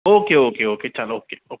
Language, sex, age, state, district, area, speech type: Marathi, male, 18-30, Maharashtra, Jalna, urban, conversation